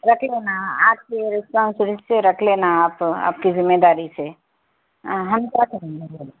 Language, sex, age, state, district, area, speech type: Urdu, female, 60+, Telangana, Hyderabad, urban, conversation